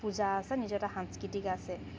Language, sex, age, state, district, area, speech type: Assamese, female, 30-45, Assam, Charaideo, urban, spontaneous